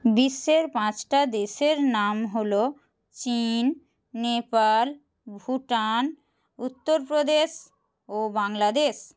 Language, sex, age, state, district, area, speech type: Bengali, female, 30-45, West Bengal, Purba Medinipur, rural, spontaneous